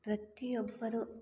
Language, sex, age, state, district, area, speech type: Kannada, female, 18-30, Karnataka, Chitradurga, urban, spontaneous